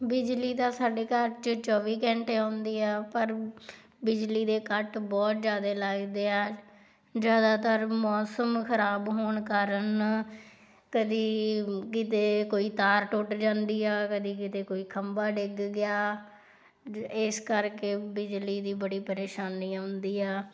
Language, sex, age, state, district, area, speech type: Punjabi, female, 18-30, Punjab, Tarn Taran, rural, spontaneous